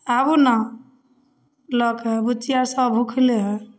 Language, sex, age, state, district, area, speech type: Maithili, female, 30-45, Bihar, Samastipur, rural, spontaneous